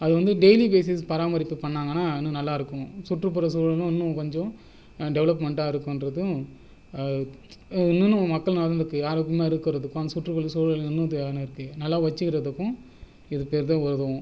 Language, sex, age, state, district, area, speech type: Tamil, male, 30-45, Tamil Nadu, Viluppuram, rural, spontaneous